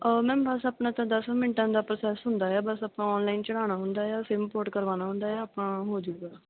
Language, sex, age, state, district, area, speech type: Punjabi, female, 18-30, Punjab, Fatehgarh Sahib, rural, conversation